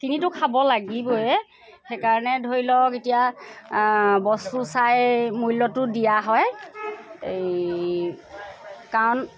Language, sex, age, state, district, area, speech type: Assamese, female, 45-60, Assam, Sivasagar, urban, spontaneous